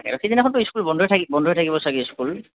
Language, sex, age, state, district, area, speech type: Assamese, male, 18-30, Assam, Goalpara, urban, conversation